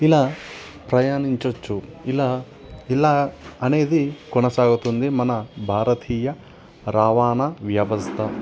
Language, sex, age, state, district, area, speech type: Telugu, male, 18-30, Telangana, Nalgonda, urban, spontaneous